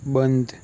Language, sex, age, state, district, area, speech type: Gujarati, male, 18-30, Gujarat, Anand, urban, read